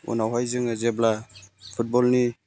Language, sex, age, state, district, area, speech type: Bodo, male, 18-30, Assam, Udalguri, urban, spontaneous